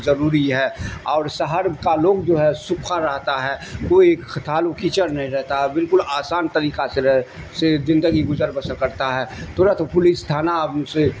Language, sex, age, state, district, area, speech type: Urdu, male, 60+, Bihar, Darbhanga, rural, spontaneous